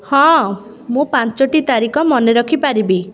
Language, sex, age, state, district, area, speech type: Odia, female, 30-45, Odisha, Puri, urban, spontaneous